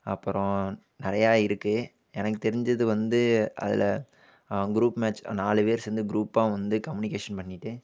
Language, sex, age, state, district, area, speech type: Tamil, male, 18-30, Tamil Nadu, Karur, rural, spontaneous